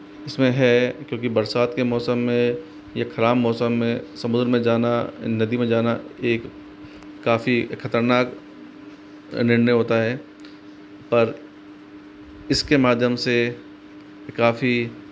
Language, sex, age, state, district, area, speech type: Hindi, female, 45-60, Rajasthan, Jaipur, urban, spontaneous